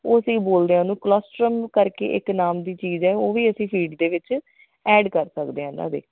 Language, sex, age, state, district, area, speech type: Punjabi, female, 30-45, Punjab, Ludhiana, urban, conversation